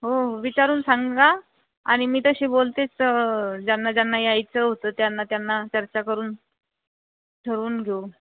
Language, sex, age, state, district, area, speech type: Marathi, female, 30-45, Maharashtra, Buldhana, rural, conversation